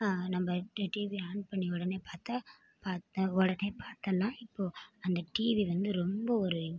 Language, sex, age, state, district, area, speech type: Tamil, female, 18-30, Tamil Nadu, Mayiladuthurai, urban, spontaneous